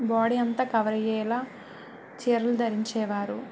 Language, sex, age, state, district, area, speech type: Telugu, female, 45-60, Andhra Pradesh, Vizianagaram, rural, spontaneous